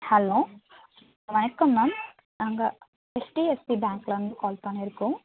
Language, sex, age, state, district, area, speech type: Tamil, female, 30-45, Tamil Nadu, Chennai, urban, conversation